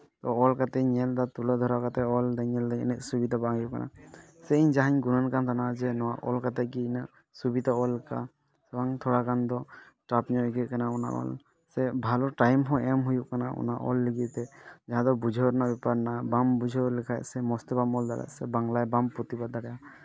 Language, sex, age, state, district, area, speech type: Santali, male, 18-30, West Bengal, Malda, rural, spontaneous